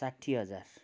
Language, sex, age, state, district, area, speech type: Nepali, male, 45-60, West Bengal, Kalimpong, rural, spontaneous